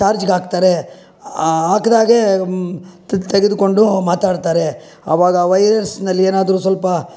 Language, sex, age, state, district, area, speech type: Kannada, male, 60+, Karnataka, Bangalore Urban, rural, spontaneous